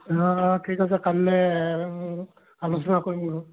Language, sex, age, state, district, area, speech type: Assamese, male, 60+, Assam, Charaideo, urban, conversation